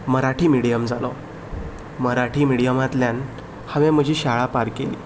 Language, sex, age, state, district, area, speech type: Goan Konkani, male, 18-30, Goa, Ponda, rural, spontaneous